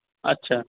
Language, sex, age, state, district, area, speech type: Bengali, male, 30-45, West Bengal, Jhargram, rural, conversation